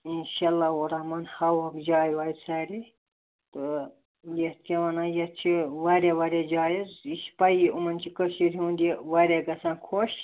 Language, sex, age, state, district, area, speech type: Kashmiri, male, 18-30, Jammu and Kashmir, Ganderbal, rural, conversation